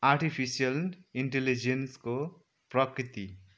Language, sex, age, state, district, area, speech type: Nepali, male, 30-45, West Bengal, Kalimpong, rural, read